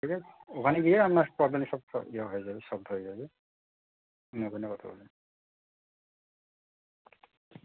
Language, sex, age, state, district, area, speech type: Bengali, male, 30-45, West Bengal, Birbhum, urban, conversation